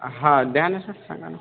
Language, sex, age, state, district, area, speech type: Marathi, male, 18-30, Maharashtra, Akola, rural, conversation